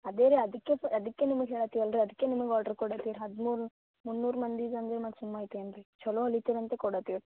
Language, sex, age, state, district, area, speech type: Kannada, female, 18-30, Karnataka, Gulbarga, urban, conversation